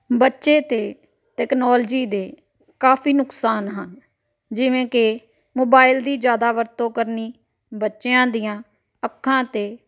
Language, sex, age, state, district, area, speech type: Punjabi, female, 45-60, Punjab, Amritsar, urban, spontaneous